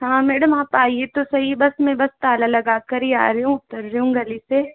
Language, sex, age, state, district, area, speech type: Hindi, female, 18-30, Rajasthan, Jaipur, urban, conversation